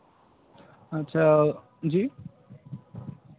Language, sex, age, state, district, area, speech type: Hindi, male, 18-30, Rajasthan, Bharatpur, rural, conversation